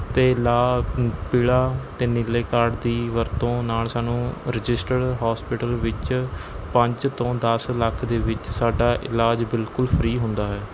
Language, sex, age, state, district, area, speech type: Punjabi, male, 18-30, Punjab, Mohali, rural, spontaneous